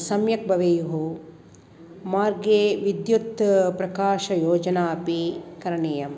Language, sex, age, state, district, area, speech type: Sanskrit, female, 60+, Tamil Nadu, Thanjavur, urban, spontaneous